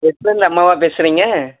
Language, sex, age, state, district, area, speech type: Tamil, male, 18-30, Tamil Nadu, Perambalur, urban, conversation